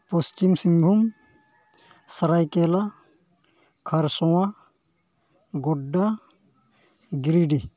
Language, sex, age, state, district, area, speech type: Santali, male, 45-60, Jharkhand, East Singhbhum, rural, spontaneous